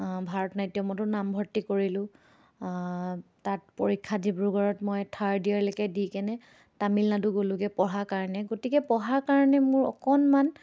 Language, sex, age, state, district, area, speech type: Assamese, female, 18-30, Assam, Dibrugarh, urban, spontaneous